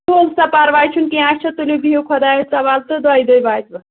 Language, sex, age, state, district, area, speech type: Kashmiri, female, 30-45, Jammu and Kashmir, Anantnag, rural, conversation